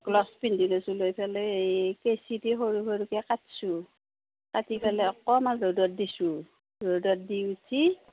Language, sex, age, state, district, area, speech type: Assamese, female, 45-60, Assam, Darrang, rural, conversation